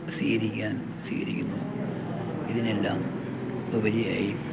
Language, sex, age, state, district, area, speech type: Malayalam, male, 60+, Kerala, Idukki, rural, spontaneous